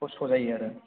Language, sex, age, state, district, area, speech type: Bodo, male, 18-30, Assam, Chirang, urban, conversation